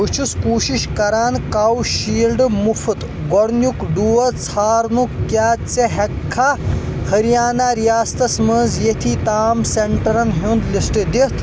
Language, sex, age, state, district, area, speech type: Kashmiri, male, 18-30, Jammu and Kashmir, Shopian, rural, read